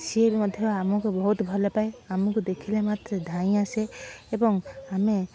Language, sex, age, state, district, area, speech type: Odia, female, 18-30, Odisha, Kendrapara, urban, spontaneous